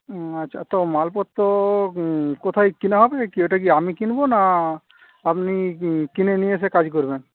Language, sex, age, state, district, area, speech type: Bengali, male, 18-30, West Bengal, Jhargram, rural, conversation